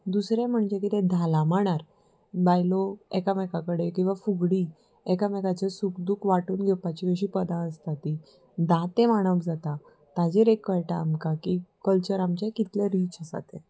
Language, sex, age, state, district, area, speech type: Goan Konkani, female, 30-45, Goa, Salcete, urban, spontaneous